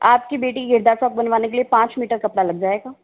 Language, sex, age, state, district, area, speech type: Hindi, female, 60+, Rajasthan, Jaipur, urban, conversation